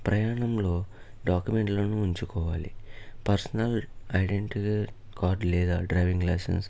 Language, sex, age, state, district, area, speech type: Telugu, male, 18-30, Andhra Pradesh, Eluru, urban, spontaneous